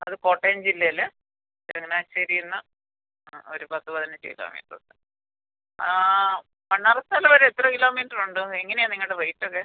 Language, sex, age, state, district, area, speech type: Malayalam, female, 60+, Kerala, Kottayam, rural, conversation